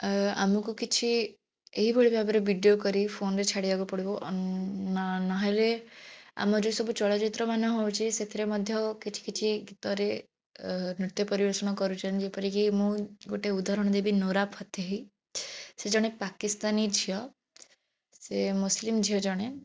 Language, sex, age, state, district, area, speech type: Odia, female, 18-30, Odisha, Bhadrak, rural, spontaneous